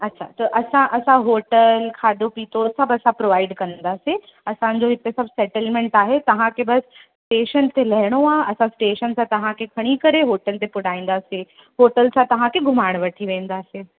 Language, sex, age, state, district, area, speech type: Sindhi, female, 18-30, Uttar Pradesh, Lucknow, rural, conversation